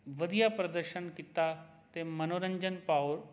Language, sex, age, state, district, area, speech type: Punjabi, male, 30-45, Punjab, Jalandhar, urban, spontaneous